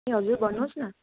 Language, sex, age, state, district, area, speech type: Nepali, female, 30-45, West Bengal, Darjeeling, rural, conversation